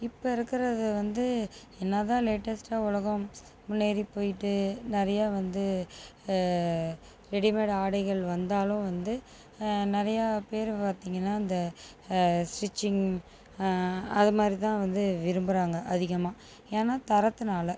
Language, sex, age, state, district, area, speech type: Tamil, female, 30-45, Tamil Nadu, Tiruchirappalli, rural, spontaneous